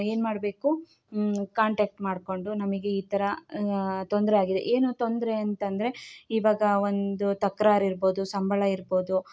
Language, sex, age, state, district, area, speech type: Kannada, female, 30-45, Karnataka, Chikkamagaluru, rural, spontaneous